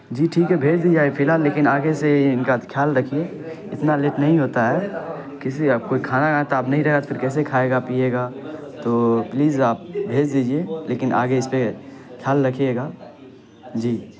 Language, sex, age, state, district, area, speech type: Urdu, male, 18-30, Bihar, Saharsa, urban, spontaneous